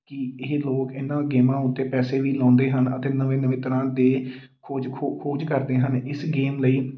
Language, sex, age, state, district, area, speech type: Punjabi, male, 30-45, Punjab, Amritsar, urban, spontaneous